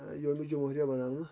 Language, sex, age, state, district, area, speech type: Kashmiri, male, 18-30, Jammu and Kashmir, Pulwama, rural, spontaneous